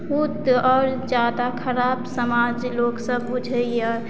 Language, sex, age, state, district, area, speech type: Maithili, female, 30-45, Bihar, Madhubani, rural, spontaneous